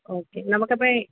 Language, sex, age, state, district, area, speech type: Malayalam, female, 30-45, Kerala, Alappuzha, rural, conversation